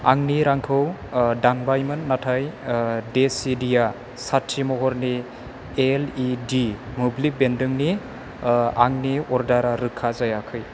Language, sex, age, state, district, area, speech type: Bodo, male, 18-30, Assam, Chirang, rural, read